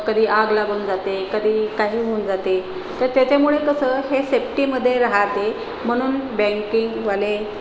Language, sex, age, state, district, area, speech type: Marathi, female, 45-60, Maharashtra, Nagpur, urban, spontaneous